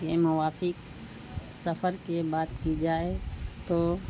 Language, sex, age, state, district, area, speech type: Urdu, female, 45-60, Bihar, Gaya, urban, spontaneous